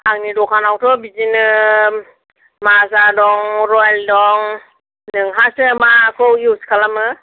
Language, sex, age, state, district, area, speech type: Bodo, female, 45-60, Assam, Kokrajhar, rural, conversation